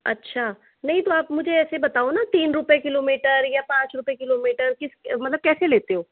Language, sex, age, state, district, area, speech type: Hindi, female, 45-60, Rajasthan, Jaipur, urban, conversation